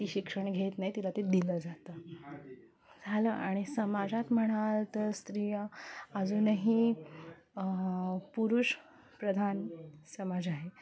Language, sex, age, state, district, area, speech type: Marathi, female, 30-45, Maharashtra, Mumbai Suburban, urban, spontaneous